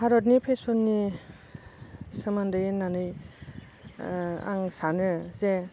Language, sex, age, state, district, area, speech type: Bodo, female, 30-45, Assam, Baksa, rural, spontaneous